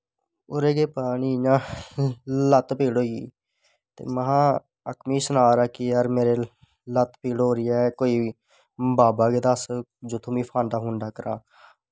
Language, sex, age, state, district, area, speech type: Dogri, male, 18-30, Jammu and Kashmir, Samba, urban, spontaneous